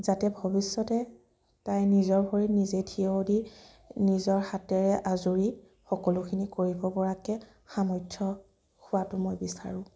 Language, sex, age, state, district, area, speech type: Assamese, female, 30-45, Assam, Sivasagar, rural, spontaneous